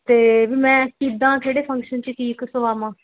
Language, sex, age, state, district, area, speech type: Punjabi, female, 30-45, Punjab, Ludhiana, urban, conversation